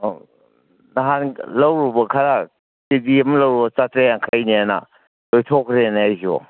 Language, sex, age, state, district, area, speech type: Manipuri, male, 60+, Manipur, Kangpokpi, urban, conversation